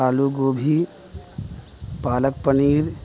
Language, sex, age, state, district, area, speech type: Urdu, male, 30-45, Bihar, Madhubani, rural, spontaneous